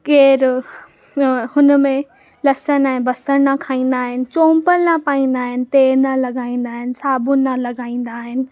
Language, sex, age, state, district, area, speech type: Sindhi, female, 18-30, Maharashtra, Mumbai Suburban, urban, spontaneous